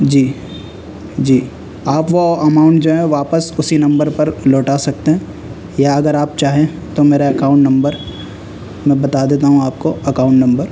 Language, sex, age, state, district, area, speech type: Urdu, male, 18-30, Delhi, North West Delhi, urban, spontaneous